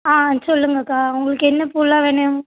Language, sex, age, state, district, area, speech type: Tamil, female, 30-45, Tamil Nadu, Thoothukudi, rural, conversation